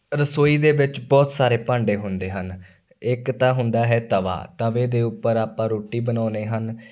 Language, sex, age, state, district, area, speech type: Punjabi, male, 18-30, Punjab, Muktsar, urban, spontaneous